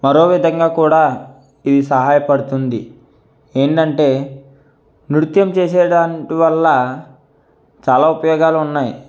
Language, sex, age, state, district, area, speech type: Telugu, male, 18-30, Andhra Pradesh, East Godavari, urban, spontaneous